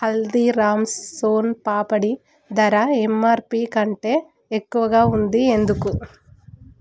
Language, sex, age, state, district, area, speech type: Telugu, female, 18-30, Telangana, Yadadri Bhuvanagiri, rural, read